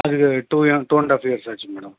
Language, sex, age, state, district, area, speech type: Tamil, male, 30-45, Tamil Nadu, Salem, urban, conversation